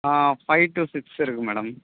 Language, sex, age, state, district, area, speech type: Tamil, male, 30-45, Tamil Nadu, Chennai, urban, conversation